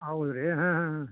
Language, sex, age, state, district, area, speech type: Kannada, male, 60+, Karnataka, Koppal, rural, conversation